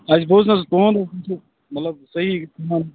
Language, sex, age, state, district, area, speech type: Kashmiri, male, 30-45, Jammu and Kashmir, Bandipora, rural, conversation